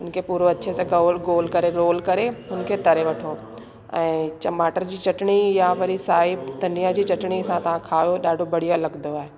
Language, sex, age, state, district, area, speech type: Sindhi, female, 30-45, Delhi, South Delhi, urban, spontaneous